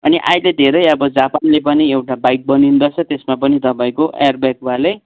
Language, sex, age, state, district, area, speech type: Nepali, male, 60+, West Bengal, Kalimpong, rural, conversation